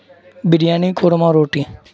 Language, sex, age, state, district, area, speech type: Urdu, male, 18-30, Bihar, Supaul, rural, spontaneous